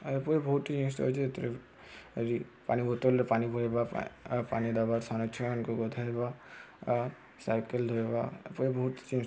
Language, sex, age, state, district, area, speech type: Odia, male, 18-30, Odisha, Subarnapur, urban, spontaneous